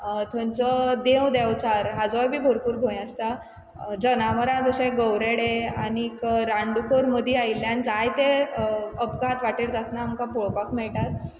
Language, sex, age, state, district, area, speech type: Goan Konkani, female, 18-30, Goa, Quepem, rural, spontaneous